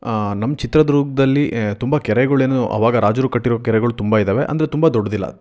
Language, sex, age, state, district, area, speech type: Kannada, male, 18-30, Karnataka, Chitradurga, rural, spontaneous